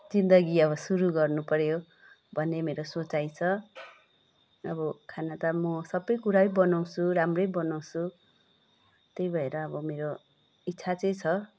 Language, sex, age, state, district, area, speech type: Nepali, female, 30-45, West Bengal, Kalimpong, rural, spontaneous